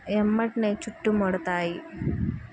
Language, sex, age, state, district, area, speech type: Telugu, female, 18-30, Andhra Pradesh, Guntur, rural, spontaneous